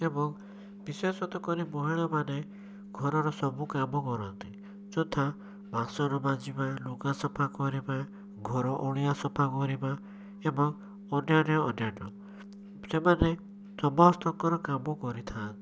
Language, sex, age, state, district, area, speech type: Odia, male, 18-30, Odisha, Cuttack, urban, spontaneous